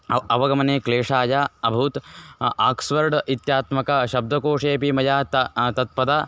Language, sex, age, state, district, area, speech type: Sanskrit, male, 18-30, Karnataka, Bellary, rural, spontaneous